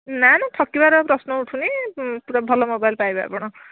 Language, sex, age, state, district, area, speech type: Odia, female, 18-30, Odisha, Kendujhar, urban, conversation